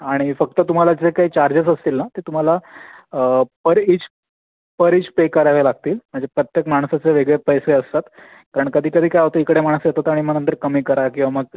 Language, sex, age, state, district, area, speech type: Marathi, male, 18-30, Maharashtra, Raigad, rural, conversation